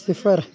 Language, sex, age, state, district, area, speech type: Kashmiri, male, 30-45, Jammu and Kashmir, Kulgam, rural, read